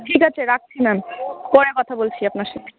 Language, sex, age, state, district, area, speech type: Bengali, female, 18-30, West Bengal, Dakshin Dinajpur, urban, conversation